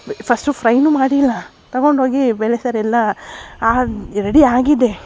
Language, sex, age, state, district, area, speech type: Kannada, female, 45-60, Karnataka, Davanagere, urban, spontaneous